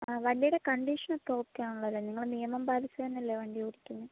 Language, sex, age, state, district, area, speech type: Malayalam, female, 18-30, Kerala, Alappuzha, rural, conversation